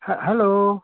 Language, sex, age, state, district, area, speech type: Assamese, male, 60+, Assam, Tinsukia, rural, conversation